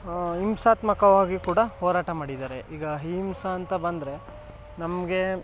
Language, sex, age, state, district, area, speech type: Kannada, male, 18-30, Karnataka, Chamarajanagar, rural, spontaneous